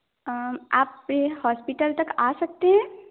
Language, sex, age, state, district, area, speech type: Hindi, female, 18-30, Madhya Pradesh, Balaghat, rural, conversation